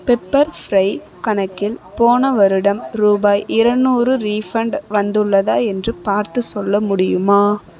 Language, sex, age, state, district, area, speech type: Tamil, female, 18-30, Tamil Nadu, Dharmapuri, urban, read